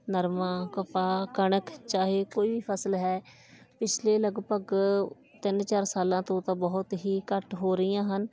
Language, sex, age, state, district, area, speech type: Punjabi, female, 18-30, Punjab, Bathinda, rural, spontaneous